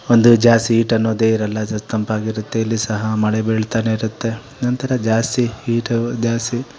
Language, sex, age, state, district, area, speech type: Kannada, male, 30-45, Karnataka, Kolar, urban, spontaneous